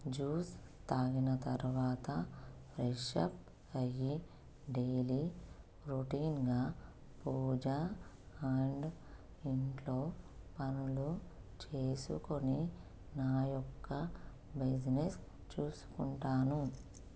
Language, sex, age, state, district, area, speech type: Telugu, female, 30-45, Telangana, Peddapalli, rural, spontaneous